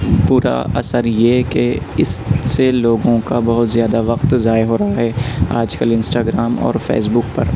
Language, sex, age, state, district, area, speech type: Urdu, male, 18-30, Delhi, North West Delhi, urban, spontaneous